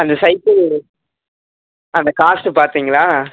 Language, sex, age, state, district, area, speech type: Tamil, male, 18-30, Tamil Nadu, Perambalur, urban, conversation